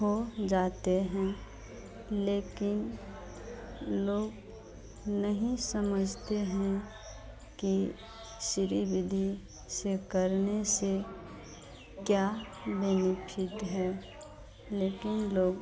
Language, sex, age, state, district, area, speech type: Hindi, female, 45-60, Bihar, Madhepura, rural, spontaneous